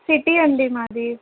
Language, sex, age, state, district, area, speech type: Telugu, female, 18-30, Andhra Pradesh, Palnadu, urban, conversation